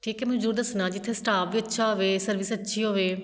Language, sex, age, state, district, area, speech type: Punjabi, female, 30-45, Punjab, Shaheed Bhagat Singh Nagar, urban, spontaneous